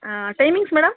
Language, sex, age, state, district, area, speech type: Kannada, female, 30-45, Karnataka, Kolar, urban, conversation